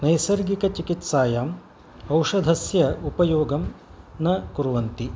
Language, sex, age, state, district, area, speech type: Sanskrit, male, 60+, Karnataka, Udupi, urban, spontaneous